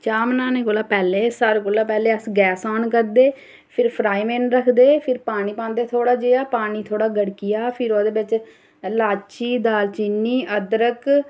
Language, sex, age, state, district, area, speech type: Dogri, female, 30-45, Jammu and Kashmir, Reasi, rural, spontaneous